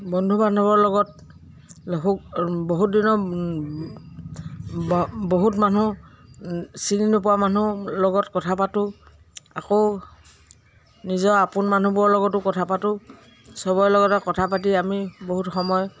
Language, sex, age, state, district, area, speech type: Assamese, female, 60+, Assam, Dhemaji, rural, spontaneous